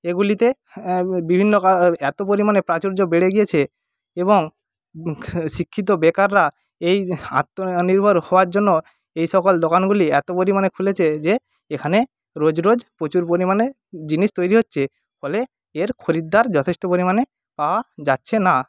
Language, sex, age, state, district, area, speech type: Bengali, male, 45-60, West Bengal, Jhargram, rural, spontaneous